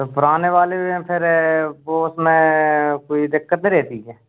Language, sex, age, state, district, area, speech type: Hindi, male, 30-45, Madhya Pradesh, Seoni, urban, conversation